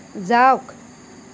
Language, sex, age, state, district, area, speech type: Assamese, female, 60+, Assam, Lakhimpur, rural, read